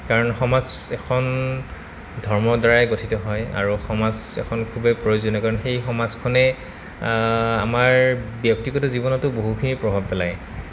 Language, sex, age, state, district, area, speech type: Assamese, male, 30-45, Assam, Goalpara, urban, spontaneous